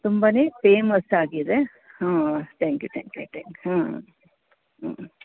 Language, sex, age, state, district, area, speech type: Kannada, female, 45-60, Karnataka, Bangalore Urban, urban, conversation